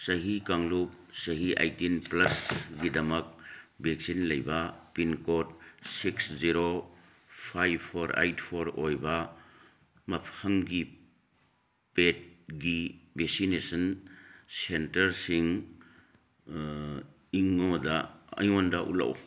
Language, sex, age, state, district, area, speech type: Manipuri, male, 60+, Manipur, Churachandpur, urban, read